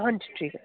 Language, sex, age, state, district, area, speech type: Punjabi, male, 18-30, Punjab, Muktsar, urban, conversation